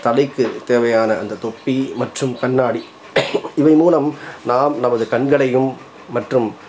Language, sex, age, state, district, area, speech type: Tamil, male, 45-60, Tamil Nadu, Salem, rural, spontaneous